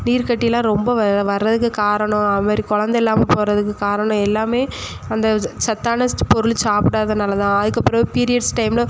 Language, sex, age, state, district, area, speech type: Tamil, female, 18-30, Tamil Nadu, Thoothukudi, rural, spontaneous